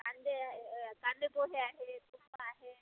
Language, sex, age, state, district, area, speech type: Marathi, female, 30-45, Maharashtra, Amravati, urban, conversation